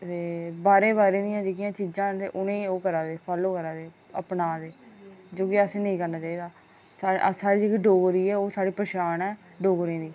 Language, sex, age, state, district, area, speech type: Dogri, female, 18-30, Jammu and Kashmir, Reasi, rural, spontaneous